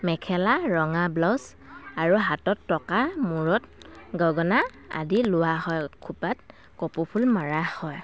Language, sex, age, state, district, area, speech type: Assamese, female, 45-60, Assam, Dhemaji, rural, spontaneous